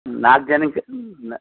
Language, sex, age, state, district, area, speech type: Kannada, male, 60+, Karnataka, Shimoga, urban, conversation